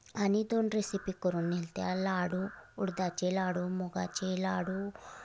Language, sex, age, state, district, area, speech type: Marathi, female, 30-45, Maharashtra, Sangli, rural, spontaneous